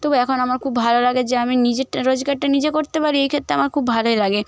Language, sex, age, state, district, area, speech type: Bengali, female, 30-45, West Bengal, Jhargram, rural, spontaneous